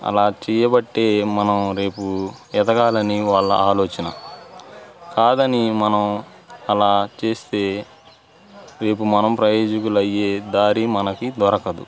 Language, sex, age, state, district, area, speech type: Telugu, male, 18-30, Andhra Pradesh, Bapatla, rural, spontaneous